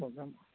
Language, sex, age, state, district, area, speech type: Telugu, male, 18-30, Andhra Pradesh, Krishna, urban, conversation